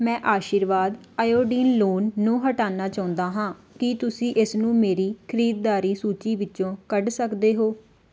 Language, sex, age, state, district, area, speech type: Punjabi, female, 18-30, Punjab, Tarn Taran, rural, read